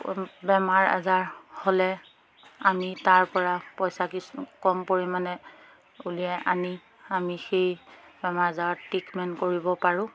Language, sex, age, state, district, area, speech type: Assamese, female, 30-45, Assam, Lakhimpur, rural, spontaneous